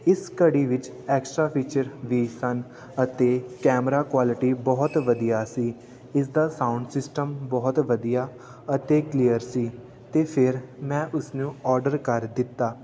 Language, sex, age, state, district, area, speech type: Punjabi, male, 18-30, Punjab, Fatehgarh Sahib, rural, spontaneous